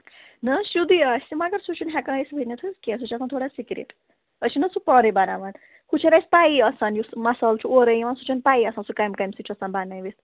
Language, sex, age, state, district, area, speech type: Kashmiri, female, 18-30, Jammu and Kashmir, Bandipora, rural, conversation